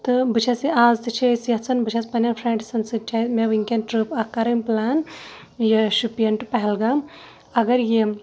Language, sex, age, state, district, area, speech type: Kashmiri, female, 30-45, Jammu and Kashmir, Shopian, rural, spontaneous